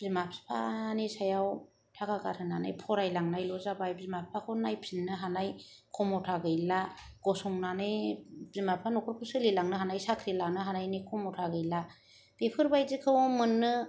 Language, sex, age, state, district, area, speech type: Bodo, female, 30-45, Assam, Kokrajhar, rural, spontaneous